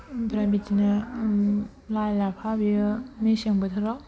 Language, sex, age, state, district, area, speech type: Bodo, female, 18-30, Assam, Baksa, rural, spontaneous